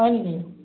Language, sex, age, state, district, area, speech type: Assamese, female, 60+, Assam, Dibrugarh, rural, conversation